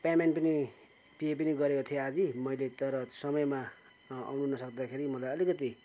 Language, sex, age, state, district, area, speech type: Nepali, male, 45-60, West Bengal, Kalimpong, rural, spontaneous